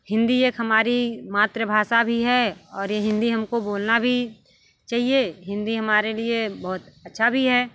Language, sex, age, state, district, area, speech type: Hindi, female, 45-60, Uttar Pradesh, Mirzapur, rural, spontaneous